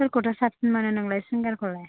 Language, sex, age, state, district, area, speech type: Bodo, female, 18-30, Assam, Chirang, rural, conversation